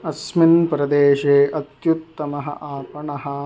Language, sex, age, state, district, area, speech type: Sanskrit, male, 60+, Karnataka, Shimoga, urban, read